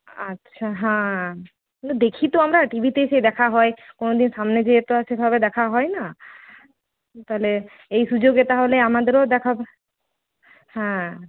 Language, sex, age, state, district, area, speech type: Bengali, female, 30-45, West Bengal, Purulia, urban, conversation